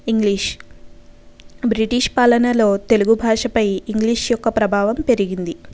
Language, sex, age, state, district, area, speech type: Telugu, female, 45-60, Andhra Pradesh, East Godavari, rural, spontaneous